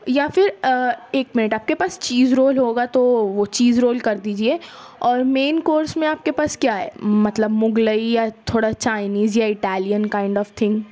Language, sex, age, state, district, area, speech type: Urdu, female, 30-45, Maharashtra, Nashik, rural, spontaneous